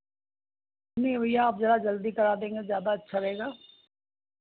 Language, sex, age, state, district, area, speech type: Hindi, female, 60+, Madhya Pradesh, Ujjain, urban, conversation